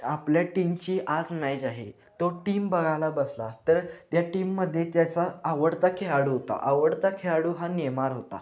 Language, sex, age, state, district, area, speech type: Marathi, male, 18-30, Maharashtra, Kolhapur, urban, spontaneous